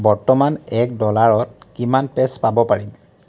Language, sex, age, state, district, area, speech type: Assamese, male, 30-45, Assam, Jorhat, urban, read